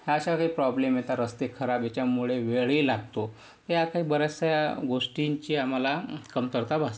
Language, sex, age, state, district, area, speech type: Marathi, male, 45-60, Maharashtra, Yavatmal, urban, spontaneous